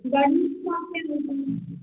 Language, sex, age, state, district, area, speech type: Maithili, female, 30-45, Bihar, Sitamarhi, rural, conversation